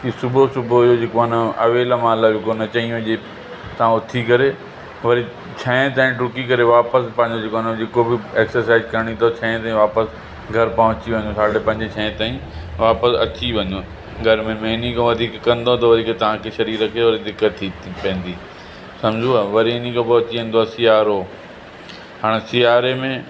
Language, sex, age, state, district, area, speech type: Sindhi, male, 45-60, Uttar Pradesh, Lucknow, rural, spontaneous